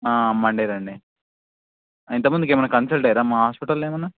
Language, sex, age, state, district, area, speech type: Telugu, male, 18-30, Telangana, Sangareddy, urban, conversation